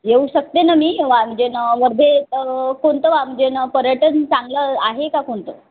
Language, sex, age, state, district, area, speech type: Marathi, female, 30-45, Maharashtra, Wardha, rural, conversation